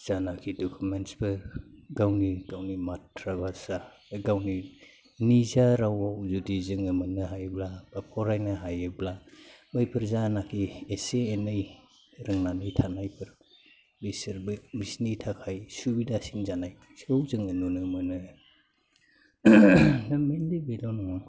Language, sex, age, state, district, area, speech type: Bodo, male, 30-45, Assam, Chirang, urban, spontaneous